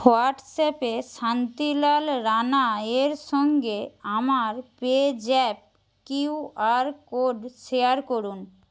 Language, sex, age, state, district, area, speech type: Bengali, female, 30-45, West Bengal, Jhargram, rural, read